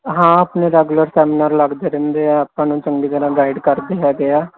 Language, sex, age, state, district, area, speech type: Punjabi, male, 18-30, Punjab, Firozpur, urban, conversation